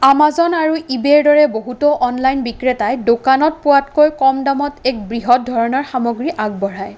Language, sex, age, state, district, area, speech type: Assamese, female, 18-30, Assam, Kamrup Metropolitan, urban, read